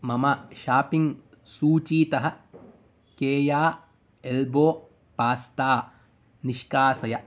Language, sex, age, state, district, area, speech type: Sanskrit, male, 18-30, Karnataka, Mysore, urban, read